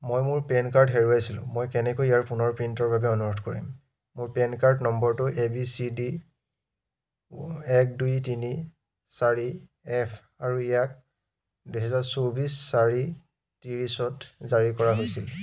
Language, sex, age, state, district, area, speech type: Assamese, male, 30-45, Assam, Majuli, urban, read